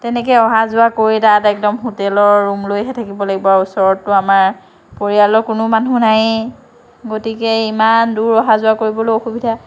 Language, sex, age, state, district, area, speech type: Assamese, female, 45-60, Assam, Lakhimpur, rural, spontaneous